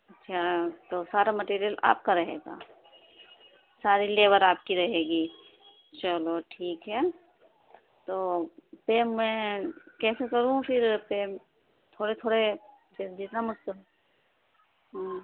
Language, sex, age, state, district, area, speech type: Urdu, female, 30-45, Uttar Pradesh, Ghaziabad, urban, conversation